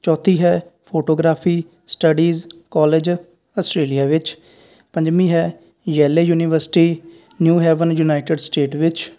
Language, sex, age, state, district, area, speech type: Punjabi, male, 18-30, Punjab, Faridkot, rural, spontaneous